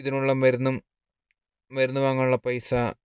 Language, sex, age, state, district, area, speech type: Malayalam, male, 30-45, Kerala, Idukki, rural, spontaneous